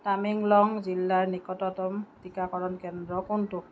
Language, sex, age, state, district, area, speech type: Assamese, female, 45-60, Assam, Kamrup Metropolitan, urban, read